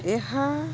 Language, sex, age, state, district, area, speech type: Odia, female, 30-45, Odisha, Balangir, urban, spontaneous